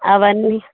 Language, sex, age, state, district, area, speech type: Telugu, female, 30-45, Andhra Pradesh, Bapatla, urban, conversation